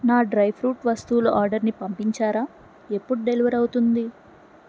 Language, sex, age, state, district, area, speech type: Telugu, female, 60+, Andhra Pradesh, N T Rama Rao, urban, read